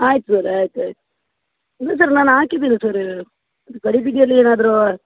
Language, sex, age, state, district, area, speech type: Kannada, female, 30-45, Karnataka, Dakshina Kannada, rural, conversation